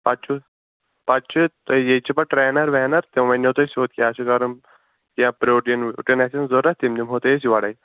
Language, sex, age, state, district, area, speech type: Kashmiri, female, 30-45, Jammu and Kashmir, Shopian, rural, conversation